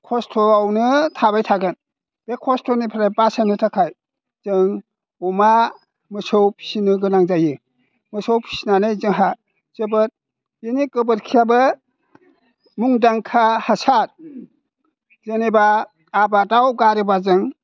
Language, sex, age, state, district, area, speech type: Bodo, male, 60+, Assam, Udalguri, rural, spontaneous